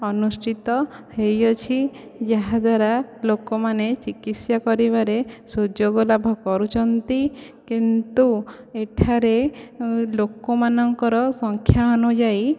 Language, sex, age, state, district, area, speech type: Odia, female, 18-30, Odisha, Dhenkanal, rural, spontaneous